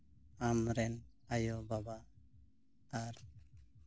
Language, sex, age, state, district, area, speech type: Santali, male, 30-45, West Bengal, Purulia, rural, spontaneous